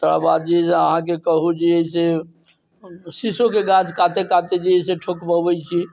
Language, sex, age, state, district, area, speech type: Maithili, male, 60+, Bihar, Muzaffarpur, urban, spontaneous